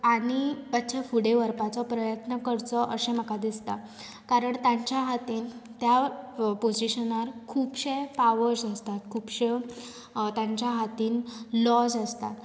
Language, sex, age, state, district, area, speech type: Goan Konkani, female, 18-30, Goa, Bardez, urban, spontaneous